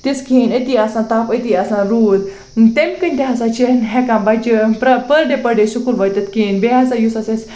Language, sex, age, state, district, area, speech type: Kashmiri, female, 18-30, Jammu and Kashmir, Baramulla, rural, spontaneous